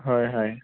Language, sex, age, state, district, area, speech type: Assamese, male, 30-45, Assam, Sonitpur, rural, conversation